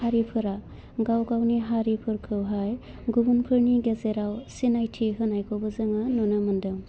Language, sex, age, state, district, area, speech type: Bodo, female, 30-45, Assam, Udalguri, rural, spontaneous